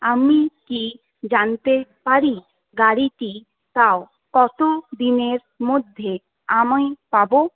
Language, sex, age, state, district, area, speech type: Bengali, female, 60+, West Bengal, Paschim Bardhaman, urban, conversation